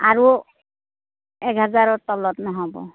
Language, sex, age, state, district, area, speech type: Assamese, female, 45-60, Assam, Darrang, rural, conversation